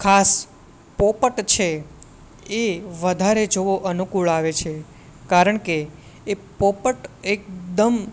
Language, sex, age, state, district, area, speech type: Gujarati, male, 18-30, Gujarat, Anand, urban, spontaneous